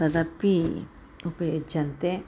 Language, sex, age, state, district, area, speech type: Sanskrit, female, 60+, Karnataka, Bellary, urban, spontaneous